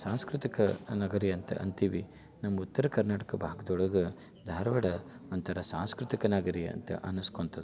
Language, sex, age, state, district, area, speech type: Kannada, male, 30-45, Karnataka, Dharwad, rural, spontaneous